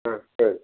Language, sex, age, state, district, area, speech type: Tamil, male, 45-60, Tamil Nadu, Coimbatore, rural, conversation